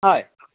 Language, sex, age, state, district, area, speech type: Goan Konkani, male, 18-30, Goa, Bardez, urban, conversation